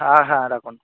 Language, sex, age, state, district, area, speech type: Bengali, male, 18-30, West Bengal, Paschim Medinipur, rural, conversation